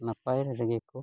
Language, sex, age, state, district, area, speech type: Santali, male, 45-60, Odisha, Mayurbhanj, rural, spontaneous